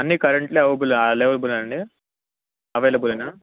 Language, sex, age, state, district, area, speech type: Telugu, male, 18-30, Telangana, Ranga Reddy, urban, conversation